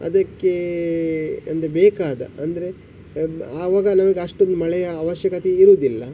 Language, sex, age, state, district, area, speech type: Kannada, male, 45-60, Karnataka, Udupi, rural, spontaneous